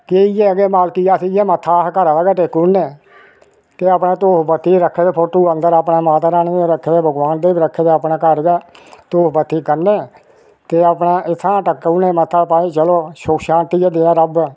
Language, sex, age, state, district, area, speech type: Dogri, male, 60+, Jammu and Kashmir, Reasi, rural, spontaneous